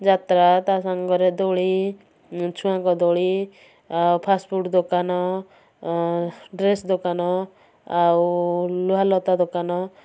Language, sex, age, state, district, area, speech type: Odia, female, 30-45, Odisha, Kendujhar, urban, spontaneous